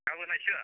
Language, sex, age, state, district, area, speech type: Bodo, female, 30-45, Assam, Kokrajhar, rural, conversation